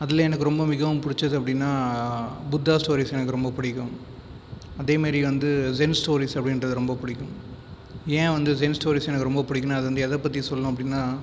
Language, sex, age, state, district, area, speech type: Tamil, male, 18-30, Tamil Nadu, Viluppuram, rural, spontaneous